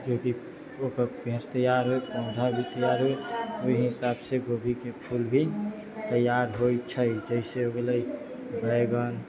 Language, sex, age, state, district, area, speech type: Maithili, male, 30-45, Bihar, Sitamarhi, urban, spontaneous